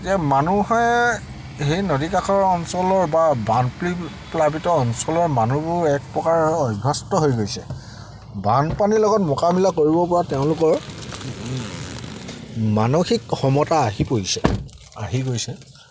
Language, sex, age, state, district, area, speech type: Assamese, male, 45-60, Assam, Charaideo, rural, spontaneous